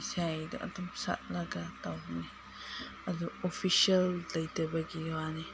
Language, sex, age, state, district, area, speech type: Manipuri, female, 30-45, Manipur, Senapati, rural, spontaneous